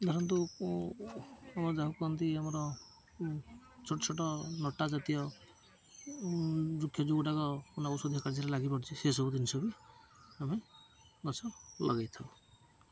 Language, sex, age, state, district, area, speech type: Odia, male, 30-45, Odisha, Jagatsinghpur, rural, spontaneous